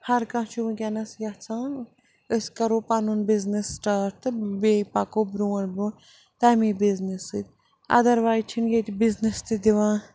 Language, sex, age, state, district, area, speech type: Kashmiri, female, 45-60, Jammu and Kashmir, Srinagar, urban, spontaneous